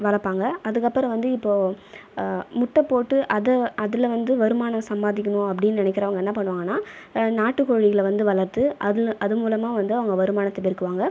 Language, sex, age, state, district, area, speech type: Tamil, female, 30-45, Tamil Nadu, Viluppuram, rural, spontaneous